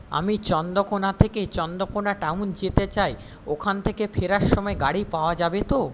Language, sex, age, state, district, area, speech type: Bengali, male, 18-30, West Bengal, Paschim Medinipur, rural, spontaneous